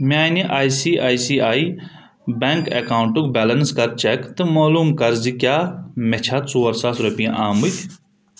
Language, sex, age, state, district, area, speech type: Kashmiri, male, 18-30, Jammu and Kashmir, Budgam, rural, read